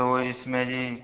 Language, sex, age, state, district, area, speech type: Urdu, male, 18-30, Uttar Pradesh, Saharanpur, urban, conversation